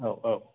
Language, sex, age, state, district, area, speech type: Bodo, male, 18-30, Assam, Kokrajhar, rural, conversation